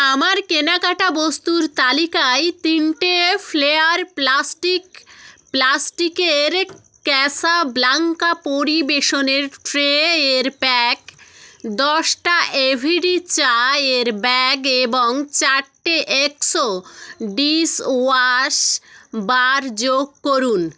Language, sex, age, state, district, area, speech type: Bengali, female, 30-45, West Bengal, Jalpaiguri, rural, read